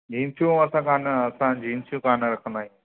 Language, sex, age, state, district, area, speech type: Sindhi, male, 45-60, Maharashtra, Mumbai Suburban, urban, conversation